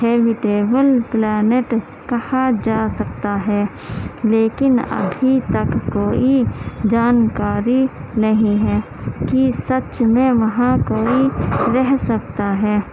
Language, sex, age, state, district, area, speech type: Urdu, female, 18-30, Uttar Pradesh, Gautam Buddha Nagar, urban, spontaneous